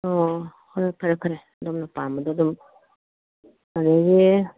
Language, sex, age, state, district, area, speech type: Manipuri, female, 60+, Manipur, Kangpokpi, urban, conversation